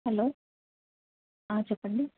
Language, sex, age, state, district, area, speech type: Telugu, female, 18-30, Telangana, Medak, urban, conversation